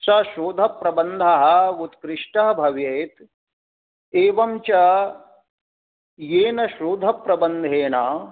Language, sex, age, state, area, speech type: Sanskrit, male, 60+, Jharkhand, rural, conversation